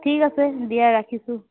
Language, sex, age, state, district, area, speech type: Assamese, female, 18-30, Assam, Dibrugarh, rural, conversation